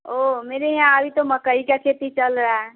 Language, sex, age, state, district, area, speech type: Hindi, female, 18-30, Bihar, Vaishali, rural, conversation